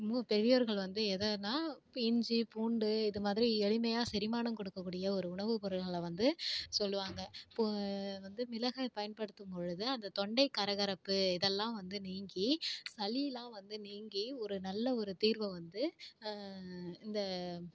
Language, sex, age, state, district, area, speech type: Tamil, female, 18-30, Tamil Nadu, Tiruvarur, rural, spontaneous